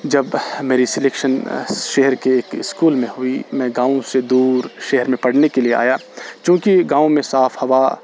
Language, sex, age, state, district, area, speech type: Urdu, male, 18-30, Jammu and Kashmir, Srinagar, rural, spontaneous